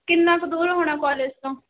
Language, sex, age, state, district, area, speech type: Punjabi, female, 18-30, Punjab, Hoshiarpur, rural, conversation